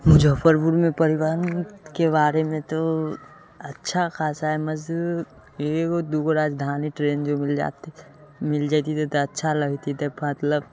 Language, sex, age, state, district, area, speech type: Maithili, male, 18-30, Bihar, Muzaffarpur, rural, spontaneous